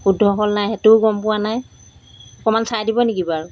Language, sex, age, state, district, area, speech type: Assamese, female, 45-60, Assam, Golaghat, urban, spontaneous